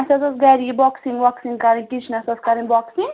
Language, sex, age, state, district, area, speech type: Kashmiri, female, 18-30, Jammu and Kashmir, Anantnag, rural, conversation